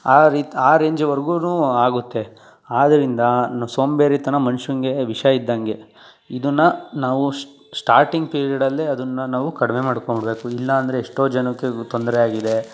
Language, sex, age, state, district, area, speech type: Kannada, male, 18-30, Karnataka, Tumkur, urban, spontaneous